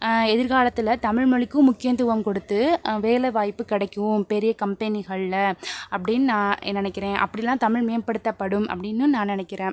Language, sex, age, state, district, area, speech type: Tamil, female, 18-30, Tamil Nadu, Pudukkottai, rural, spontaneous